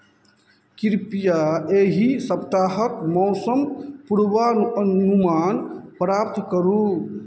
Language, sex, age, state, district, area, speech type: Maithili, male, 45-60, Bihar, Madhubani, rural, read